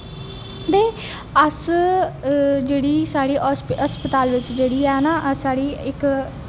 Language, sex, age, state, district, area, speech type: Dogri, female, 18-30, Jammu and Kashmir, Jammu, urban, spontaneous